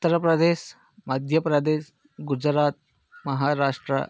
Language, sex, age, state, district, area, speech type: Telugu, male, 30-45, Andhra Pradesh, Vizianagaram, urban, spontaneous